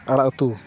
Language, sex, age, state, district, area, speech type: Santali, male, 30-45, Jharkhand, Bokaro, rural, spontaneous